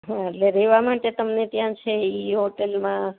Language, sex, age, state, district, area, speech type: Gujarati, female, 45-60, Gujarat, Amreli, urban, conversation